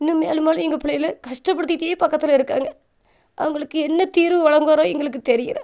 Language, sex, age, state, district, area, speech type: Tamil, female, 30-45, Tamil Nadu, Thoothukudi, rural, spontaneous